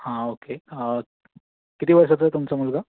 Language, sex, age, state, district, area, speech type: Marathi, male, 18-30, Maharashtra, Raigad, rural, conversation